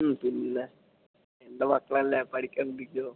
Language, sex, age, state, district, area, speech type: Malayalam, male, 18-30, Kerala, Palakkad, rural, conversation